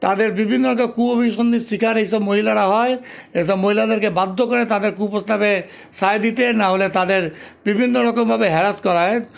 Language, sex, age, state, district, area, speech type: Bengali, male, 60+, West Bengal, Paschim Bardhaman, urban, spontaneous